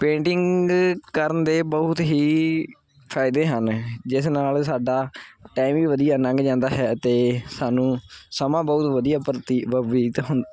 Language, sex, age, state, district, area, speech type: Punjabi, male, 18-30, Punjab, Gurdaspur, urban, spontaneous